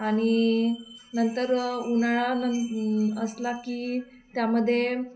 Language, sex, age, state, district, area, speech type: Marathi, female, 18-30, Maharashtra, Thane, urban, spontaneous